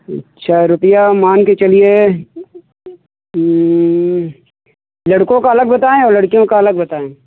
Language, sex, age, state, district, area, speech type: Hindi, male, 45-60, Uttar Pradesh, Lucknow, urban, conversation